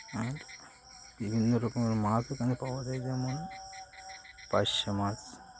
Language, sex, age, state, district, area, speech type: Bengali, male, 30-45, West Bengal, Birbhum, urban, spontaneous